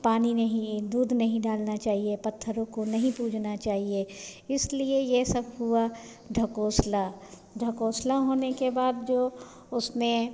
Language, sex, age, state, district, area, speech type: Hindi, female, 45-60, Bihar, Vaishali, urban, spontaneous